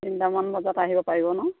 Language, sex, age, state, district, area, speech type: Assamese, female, 60+, Assam, Sivasagar, rural, conversation